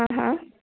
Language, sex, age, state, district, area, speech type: Malayalam, female, 18-30, Kerala, Alappuzha, rural, conversation